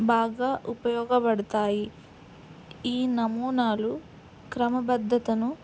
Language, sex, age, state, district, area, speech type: Telugu, female, 18-30, Telangana, Ranga Reddy, urban, spontaneous